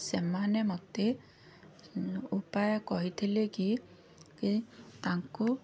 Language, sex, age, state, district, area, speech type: Odia, female, 30-45, Odisha, Puri, urban, spontaneous